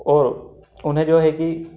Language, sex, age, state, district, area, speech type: Hindi, male, 18-30, Madhya Pradesh, Ujjain, urban, spontaneous